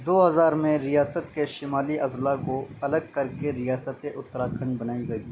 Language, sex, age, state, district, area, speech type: Urdu, male, 18-30, Uttar Pradesh, Saharanpur, urban, read